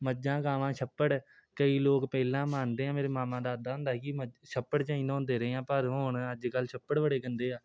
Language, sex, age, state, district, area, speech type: Punjabi, male, 18-30, Punjab, Tarn Taran, rural, spontaneous